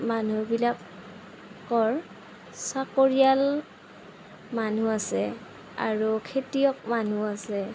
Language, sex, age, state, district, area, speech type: Assamese, female, 30-45, Assam, Darrang, rural, spontaneous